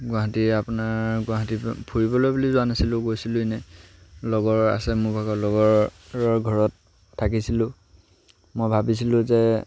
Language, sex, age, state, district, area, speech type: Assamese, male, 18-30, Assam, Sivasagar, rural, spontaneous